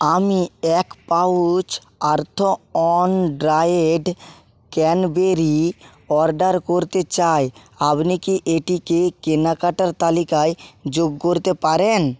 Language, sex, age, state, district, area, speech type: Bengali, male, 18-30, West Bengal, Nadia, rural, read